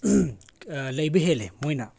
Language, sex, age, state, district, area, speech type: Manipuri, male, 18-30, Manipur, Tengnoupal, rural, spontaneous